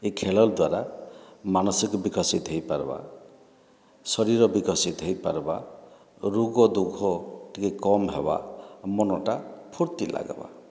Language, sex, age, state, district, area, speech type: Odia, male, 45-60, Odisha, Boudh, rural, spontaneous